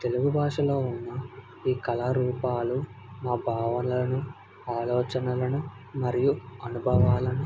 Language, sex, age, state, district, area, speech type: Telugu, male, 18-30, Andhra Pradesh, Kadapa, rural, spontaneous